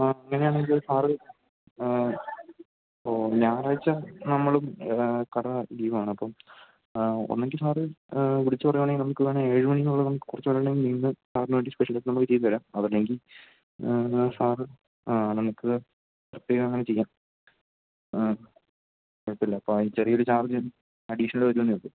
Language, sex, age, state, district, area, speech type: Malayalam, male, 18-30, Kerala, Idukki, rural, conversation